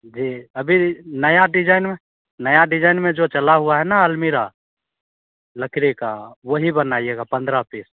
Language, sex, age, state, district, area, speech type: Hindi, male, 18-30, Bihar, Begusarai, rural, conversation